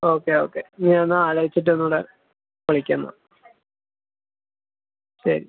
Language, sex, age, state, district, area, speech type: Malayalam, male, 18-30, Kerala, Thrissur, rural, conversation